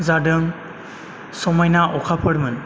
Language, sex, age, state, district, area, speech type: Bodo, male, 30-45, Assam, Chirang, rural, spontaneous